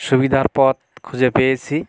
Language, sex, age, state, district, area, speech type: Bengali, male, 60+, West Bengal, Bankura, urban, spontaneous